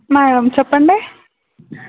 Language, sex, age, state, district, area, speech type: Telugu, female, 18-30, Telangana, Nagarkurnool, urban, conversation